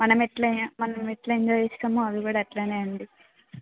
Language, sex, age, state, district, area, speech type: Telugu, female, 18-30, Telangana, Mulugu, rural, conversation